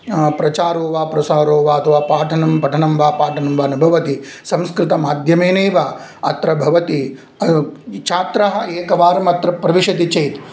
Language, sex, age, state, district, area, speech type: Sanskrit, male, 45-60, Andhra Pradesh, Kurnool, urban, spontaneous